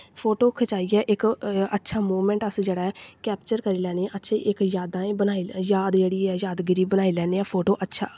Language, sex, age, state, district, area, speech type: Dogri, female, 18-30, Jammu and Kashmir, Samba, rural, spontaneous